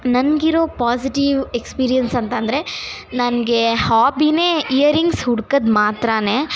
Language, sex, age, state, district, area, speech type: Kannada, other, 18-30, Karnataka, Bangalore Urban, urban, spontaneous